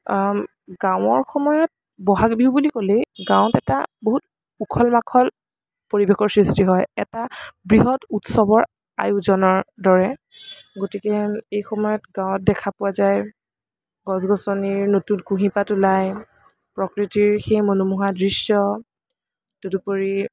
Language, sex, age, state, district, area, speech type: Assamese, female, 18-30, Assam, Kamrup Metropolitan, urban, spontaneous